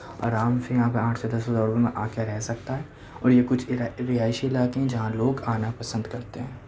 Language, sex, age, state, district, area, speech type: Urdu, male, 18-30, Delhi, Central Delhi, urban, spontaneous